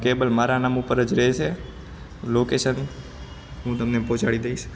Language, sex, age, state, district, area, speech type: Gujarati, male, 18-30, Gujarat, Ahmedabad, urban, spontaneous